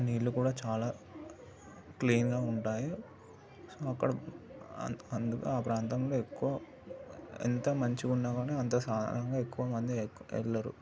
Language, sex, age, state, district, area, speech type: Telugu, male, 30-45, Telangana, Vikarabad, urban, spontaneous